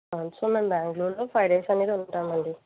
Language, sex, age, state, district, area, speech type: Telugu, female, 60+, Andhra Pradesh, Kakinada, rural, conversation